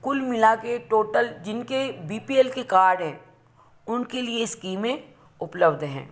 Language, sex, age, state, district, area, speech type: Hindi, female, 60+, Madhya Pradesh, Ujjain, urban, spontaneous